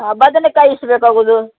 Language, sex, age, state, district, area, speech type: Kannada, female, 60+, Karnataka, Uttara Kannada, rural, conversation